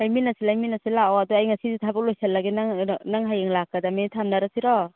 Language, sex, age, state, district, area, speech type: Manipuri, female, 45-60, Manipur, Churachandpur, urban, conversation